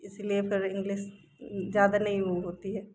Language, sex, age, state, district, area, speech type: Hindi, female, 30-45, Madhya Pradesh, Jabalpur, urban, spontaneous